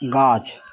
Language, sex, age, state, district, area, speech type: Maithili, male, 60+, Bihar, Madhepura, rural, read